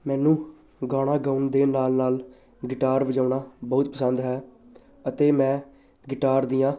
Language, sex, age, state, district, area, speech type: Punjabi, male, 18-30, Punjab, Jalandhar, urban, spontaneous